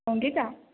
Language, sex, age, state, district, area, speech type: Assamese, female, 18-30, Assam, Sonitpur, rural, conversation